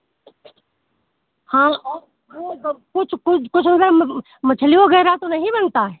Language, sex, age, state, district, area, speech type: Hindi, female, 60+, Uttar Pradesh, Lucknow, rural, conversation